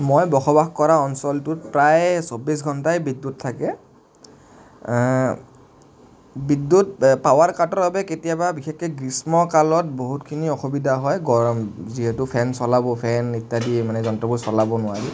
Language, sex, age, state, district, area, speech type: Assamese, male, 18-30, Assam, Kamrup Metropolitan, urban, spontaneous